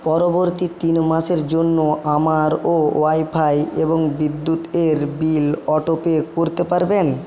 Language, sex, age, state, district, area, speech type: Bengali, male, 45-60, West Bengal, Paschim Medinipur, rural, read